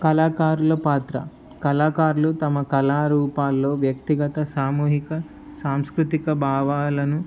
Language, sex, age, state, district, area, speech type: Telugu, male, 18-30, Andhra Pradesh, Palnadu, urban, spontaneous